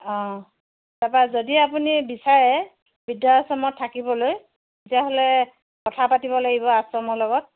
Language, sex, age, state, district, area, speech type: Assamese, female, 45-60, Assam, Dibrugarh, rural, conversation